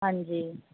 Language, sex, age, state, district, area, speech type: Punjabi, female, 30-45, Punjab, Bathinda, rural, conversation